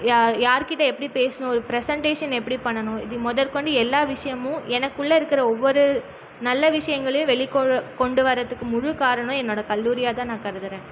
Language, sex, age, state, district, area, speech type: Tamil, female, 18-30, Tamil Nadu, Erode, rural, spontaneous